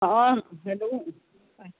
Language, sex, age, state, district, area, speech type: Sindhi, female, 60+, Uttar Pradesh, Lucknow, rural, conversation